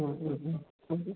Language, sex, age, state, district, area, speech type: Malayalam, female, 45-60, Kerala, Thiruvananthapuram, rural, conversation